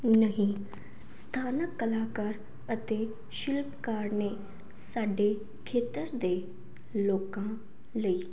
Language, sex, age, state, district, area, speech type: Punjabi, female, 18-30, Punjab, Fazilka, rural, spontaneous